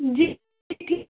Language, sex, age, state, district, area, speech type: Hindi, female, 30-45, Uttar Pradesh, Lucknow, rural, conversation